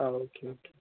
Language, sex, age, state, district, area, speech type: Malayalam, male, 18-30, Kerala, Malappuram, rural, conversation